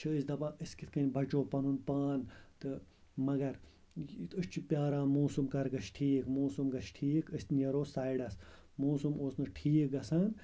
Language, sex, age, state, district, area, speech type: Kashmiri, male, 30-45, Jammu and Kashmir, Srinagar, urban, spontaneous